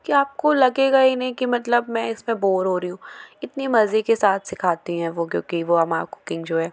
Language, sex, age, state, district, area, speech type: Hindi, female, 18-30, Madhya Pradesh, Jabalpur, urban, spontaneous